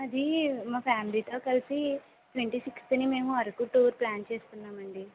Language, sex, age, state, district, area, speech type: Telugu, female, 30-45, Andhra Pradesh, Kakinada, urban, conversation